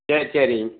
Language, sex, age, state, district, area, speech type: Tamil, male, 60+, Tamil Nadu, Erode, urban, conversation